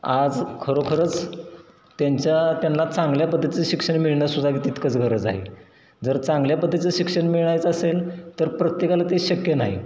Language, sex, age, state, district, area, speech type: Marathi, male, 30-45, Maharashtra, Satara, rural, spontaneous